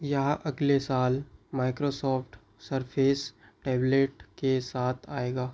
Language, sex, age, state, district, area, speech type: Hindi, male, 18-30, Madhya Pradesh, Seoni, rural, read